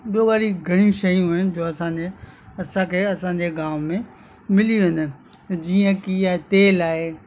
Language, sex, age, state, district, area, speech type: Sindhi, male, 45-60, Gujarat, Kutch, rural, spontaneous